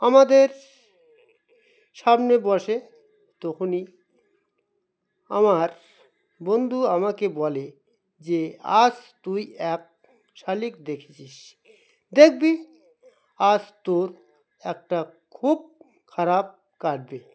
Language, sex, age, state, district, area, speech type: Bengali, male, 45-60, West Bengal, Dakshin Dinajpur, urban, spontaneous